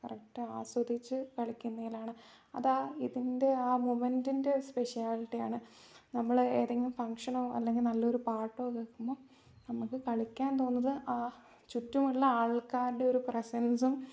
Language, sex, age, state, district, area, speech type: Malayalam, female, 18-30, Kerala, Wayanad, rural, spontaneous